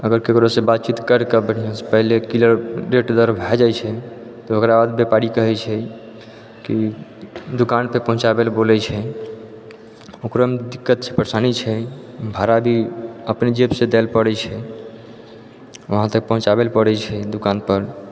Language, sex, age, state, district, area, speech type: Maithili, male, 18-30, Bihar, Purnia, rural, spontaneous